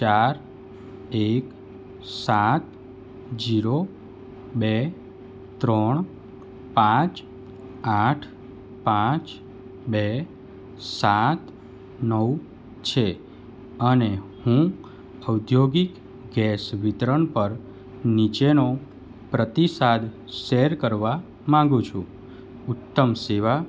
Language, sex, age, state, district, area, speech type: Gujarati, male, 45-60, Gujarat, Surat, rural, read